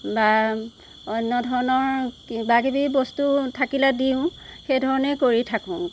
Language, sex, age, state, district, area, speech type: Assamese, female, 30-45, Assam, Golaghat, rural, spontaneous